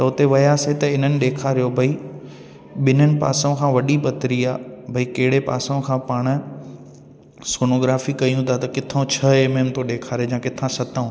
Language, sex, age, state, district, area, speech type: Sindhi, male, 18-30, Gujarat, Junagadh, urban, spontaneous